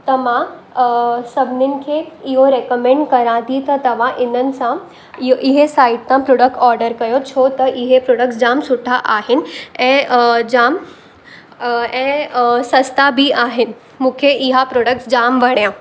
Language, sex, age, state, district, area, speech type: Sindhi, female, 18-30, Maharashtra, Mumbai Suburban, urban, spontaneous